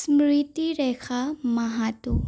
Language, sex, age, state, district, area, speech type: Assamese, female, 18-30, Assam, Sonitpur, rural, spontaneous